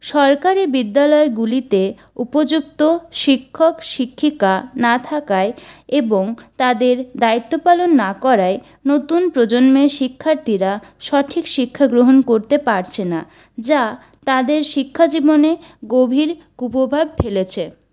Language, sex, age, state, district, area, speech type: Bengali, female, 18-30, West Bengal, Purulia, urban, spontaneous